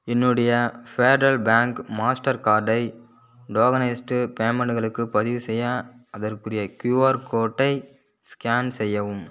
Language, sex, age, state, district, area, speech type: Tamil, male, 18-30, Tamil Nadu, Kallakurichi, urban, read